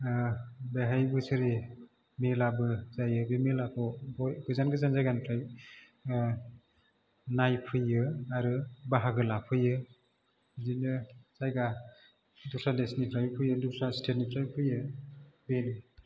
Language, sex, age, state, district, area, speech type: Bodo, male, 30-45, Assam, Chirang, urban, spontaneous